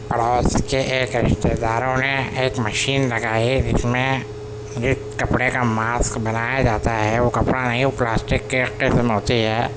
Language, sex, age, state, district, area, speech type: Urdu, male, 18-30, Delhi, Central Delhi, urban, spontaneous